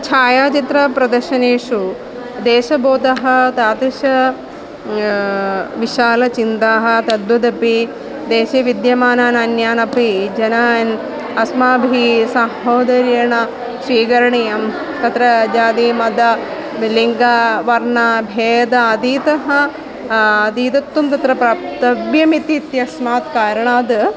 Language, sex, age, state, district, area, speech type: Sanskrit, female, 45-60, Kerala, Kollam, rural, spontaneous